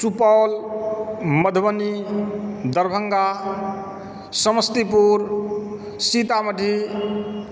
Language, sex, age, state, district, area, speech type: Maithili, male, 45-60, Bihar, Supaul, rural, spontaneous